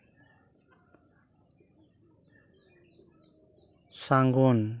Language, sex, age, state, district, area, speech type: Santali, male, 30-45, West Bengal, Purulia, rural, spontaneous